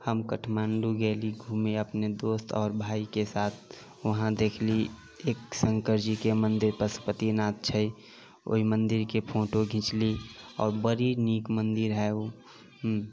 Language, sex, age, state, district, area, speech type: Maithili, male, 45-60, Bihar, Sitamarhi, rural, spontaneous